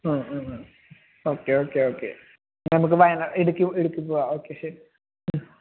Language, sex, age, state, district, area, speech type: Malayalam, male, 30-45, Kerala, Malappuram, rural, conversation